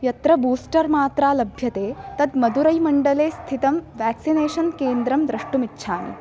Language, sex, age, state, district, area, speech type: Sanskrit, female, 18-30, Maharashtra, Thane, urban, read